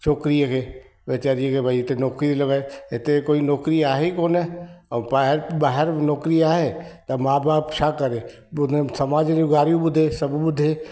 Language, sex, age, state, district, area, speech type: Sindhi, male, 30-45, Madhya Pradesh, Katni, rural, spontaneous